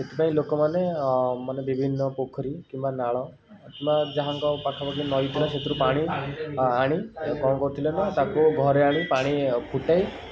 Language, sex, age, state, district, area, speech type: Odia, male, 30-45, Odisha, Puri, urban, spontaneous